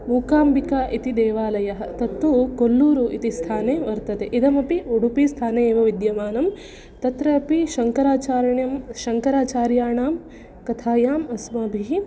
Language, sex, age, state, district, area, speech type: Sanskrit, female, 18-30, Karnataka, Udupi, rural, spontaneous